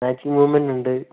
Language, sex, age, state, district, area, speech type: Malayalam, male, 18-30, Kerala, Kozhikode, rural, conversation